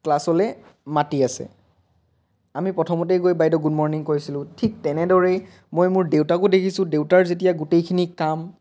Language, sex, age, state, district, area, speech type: Assamese, male, 18-30, Assam, Biswanath, rural, spontaneous